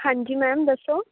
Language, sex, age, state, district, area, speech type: Punjabi, female, 18-30, Punjab, Fazilka, rural, conversation